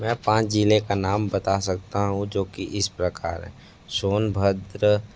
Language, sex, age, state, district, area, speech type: Hindi, male, 18-30, Uttar Pradesh, Sonbhadra, rural, spontaneous